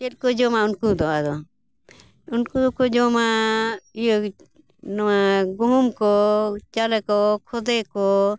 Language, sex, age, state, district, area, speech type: Santali, female, 60+, Jharkhand, Bokaro, rural, spontaneous